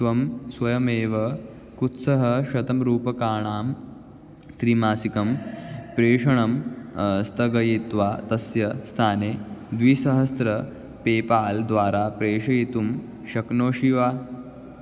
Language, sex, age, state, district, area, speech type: Sanskrit, male, 18-30, Maharashtra, Nagpur, urban, read